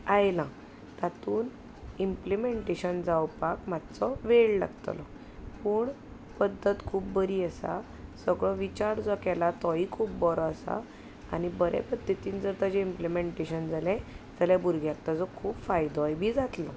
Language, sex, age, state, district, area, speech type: Goan Konkani, female, 30-45, Goa, Salcete, rural, spontaneous